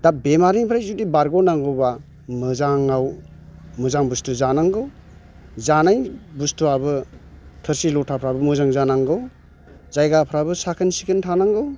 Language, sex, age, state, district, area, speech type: Bodo, male, 45-60, Assam, Chirang, rural, spontaneous